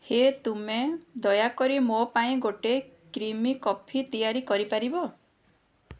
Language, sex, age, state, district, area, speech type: Odia, female, 30-45, Odisha, Puri, urban, read